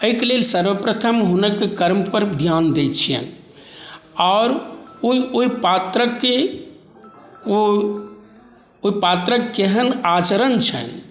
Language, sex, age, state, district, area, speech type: Maithili, male, 60+, Bihar, Saharsa, rural, spontaneous